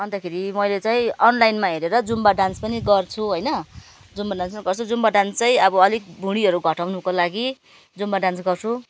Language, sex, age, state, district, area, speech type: Nepali, female, 30-45, West Bengal, Jalpaiguri, urban, spontaneous